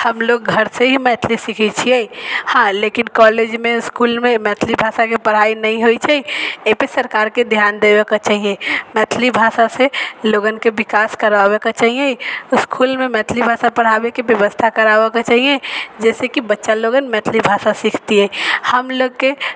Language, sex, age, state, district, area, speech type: Maithili, female, 45-60, Bihar, Sitamarhi, rural, spontaneous